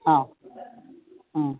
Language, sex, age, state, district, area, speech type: Malayalam, female, 45-60, Kerala, Kannur, rural, conversation